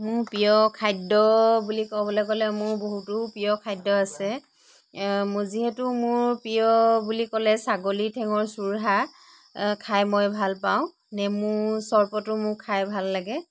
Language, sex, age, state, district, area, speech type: Assamese, female, 30-45, Assam, Lakhimpur, rural, spontaneous